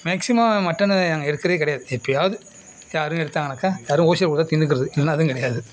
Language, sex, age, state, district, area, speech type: Tamil, male, 60+, Tamil Nadu, Nagapattinam, rural, spontaneous